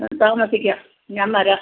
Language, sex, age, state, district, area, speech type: Malayalam, female, 60+, Kerala, Alappuzha, rural, conversation